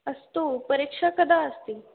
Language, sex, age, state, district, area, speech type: Sanskrit, female, 18-30, Rajasthan, Jaipur, urban, conversation